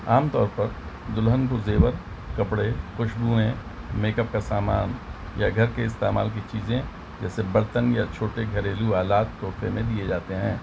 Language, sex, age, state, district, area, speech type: Urdu, male, 60+, Delhi, Central Delhi, urban, spontaneous